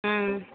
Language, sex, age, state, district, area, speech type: Odia, female, 45-60, Odisha, Angul, rural, conversation